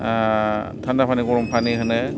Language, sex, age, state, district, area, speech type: Bodo, male, 45-60, Assam, Kokrajhar, rural, spontaneous